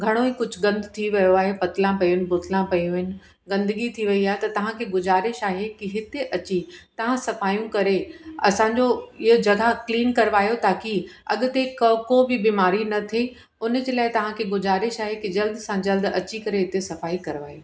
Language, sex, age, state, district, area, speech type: Sindhi, female, 45-60, Uttar Pradesh, Lucknow, urban, spontaneous